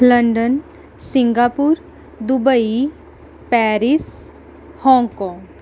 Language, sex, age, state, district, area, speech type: Punjabi, female, 18-30, Punjab, Rupnagar, rural, spontaneous